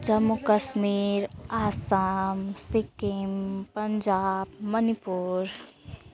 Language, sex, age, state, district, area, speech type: Nepali, female, 18-30, West Bengal, Jalpaiguri, rural, spontaneous